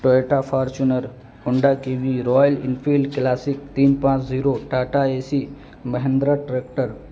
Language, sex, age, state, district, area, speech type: Urdu, male, 18-30, Uttar Pradesh, Balrampur, rural, spontaneous